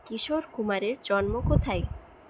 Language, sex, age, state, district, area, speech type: Bengali, female, 30-45, West Bengal, Purulia, rural, read